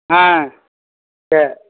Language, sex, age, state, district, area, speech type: Tamil, male, 60+, Tamil Nadu, Thanjavur, rural, conversation